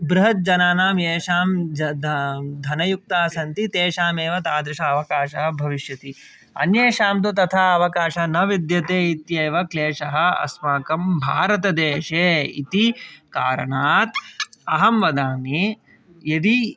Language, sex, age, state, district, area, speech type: Sanskrit, male, 18-30, Kerala, Palakkad, urban, spontaneous